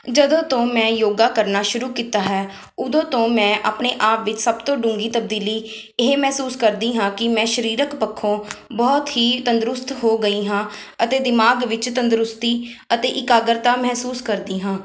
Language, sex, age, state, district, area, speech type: Punjabi, female, 18-30, Punjab, Kapurthala, rural, spontaneous